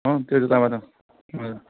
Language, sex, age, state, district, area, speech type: Nepali, male, 60+, West Bengal, Kalimpong, rural, conversation